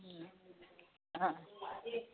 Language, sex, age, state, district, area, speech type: Manipuri, female, 30-45, Manipur, Kangpokpi, urban, conversation